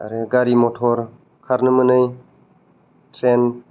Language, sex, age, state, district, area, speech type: Bodo, male, 18-30, Assam, Kokrajhar, urban, spontaneous